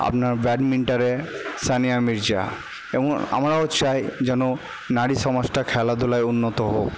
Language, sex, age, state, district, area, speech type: Bengali, male, 18-30, West Bengal, Purba Bardhaman, urban, spontaneous